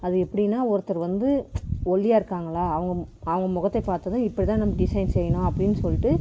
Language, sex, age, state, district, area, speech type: Tamil, female, 60+, Tamil Nadu, Krishnagiri, rural, spontaneous